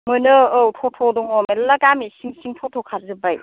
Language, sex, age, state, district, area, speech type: Bodo, female, 60+, Assam, Kokrajhar, urban, conversation